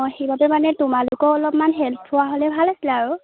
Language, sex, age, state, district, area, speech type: Assamese, female, 18-30, Assam, Lakhimpur, rural, conversation